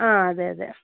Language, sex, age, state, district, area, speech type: Malayalam, female, 30-45, Kerala, Wayanad, rural, conversation